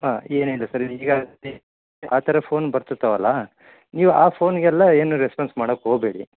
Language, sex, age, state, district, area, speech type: Kannada, male, 30-45, Karnataka, Koppal, rural, conversation